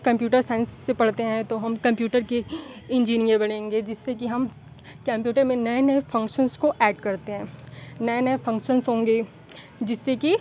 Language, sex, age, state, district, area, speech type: Hindi, female, 18-30, Uttar Pradesh, Chandauli, rural, spontaneous